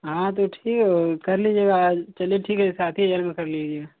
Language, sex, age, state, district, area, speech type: Hindi, male, 18-30, Uttar Pradesh, Mau, rural, conversation